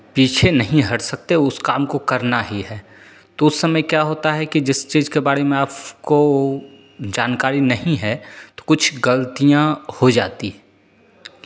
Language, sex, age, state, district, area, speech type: Hindi, male, 30-45, Bihar, Begusarai, rural, spontaneous